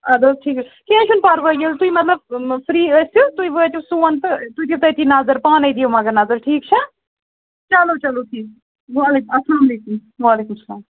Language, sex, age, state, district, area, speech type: Kashmiri, female, 30-45, Jammu and Kashmir, Srinagar, urban, conversation